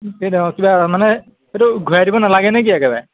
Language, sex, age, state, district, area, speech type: Assamese, male, 18-30, Assam, Majuli, urban, conversation